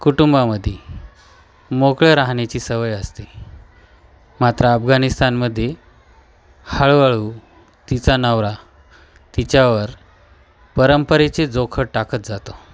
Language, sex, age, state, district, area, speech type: Marathi, male, 45-60, Maharashtra, Nashik, urban, spontaneous